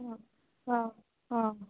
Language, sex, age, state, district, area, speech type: Assamese, female, 45-60, Assam, Goalpara, urban, conversation